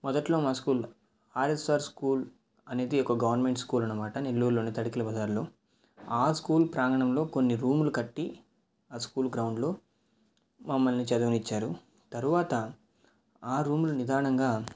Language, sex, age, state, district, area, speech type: Telugu, male, 18-30, Andhra Pradesh, Nellore, urban, spontaneous